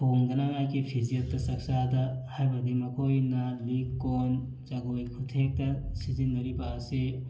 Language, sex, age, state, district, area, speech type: Manipuri, male, 30-45, Manipur, Thoubal, rural, spontaneous